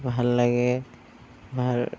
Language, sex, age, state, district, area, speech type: Assamese, male, 18-30, Assam, Sonitpur, urban, spontaneous